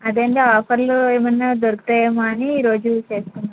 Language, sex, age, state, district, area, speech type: Telugu, female, 18-30, Andhra Pradesh, Krishna, urban, conversation